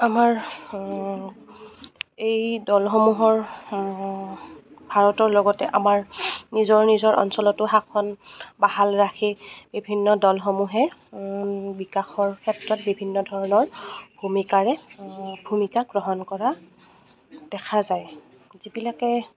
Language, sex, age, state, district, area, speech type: Assamese, female, 30-45, Assam, Goalpara, rural, spontaneous